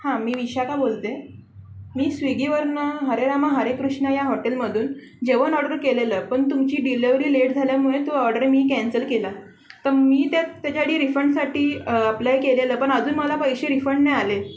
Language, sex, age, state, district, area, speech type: Marathi, female, 18-30, Maharashtra, Mumbai Suburban, urban, spontaneous